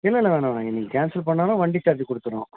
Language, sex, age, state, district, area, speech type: Tamil, male, 60+, Tamil Nadu, Nilgiris, rural, conversation